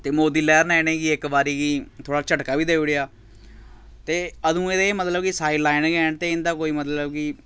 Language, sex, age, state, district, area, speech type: Dogri, male, 30-45, Jammu and Kashmir, Samba, rural, spontaneous